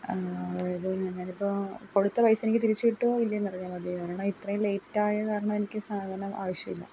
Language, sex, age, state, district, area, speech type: Malayalam, female, 18-30, Kerala, Kollam, rural, spontaneous